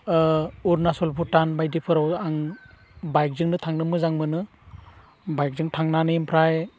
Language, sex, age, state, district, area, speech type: Bodo, male, 30-45, Assam, Udalguri, rural, spontaneous